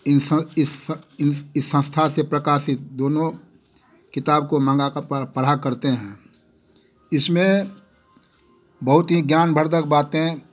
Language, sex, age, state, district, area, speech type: Hindi, male, 60+, Bihar, Darbhanga, rural, spontaneous